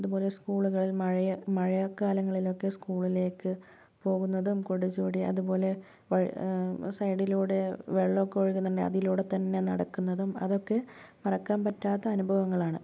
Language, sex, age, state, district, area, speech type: Malayalam, female, 18-30, Kerala, Kozhikode, urban, spontaneous